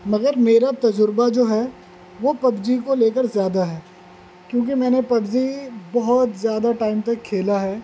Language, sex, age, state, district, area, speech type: Urdu, male, 30-45, Delhi, North East Delhi, urban, spontaneous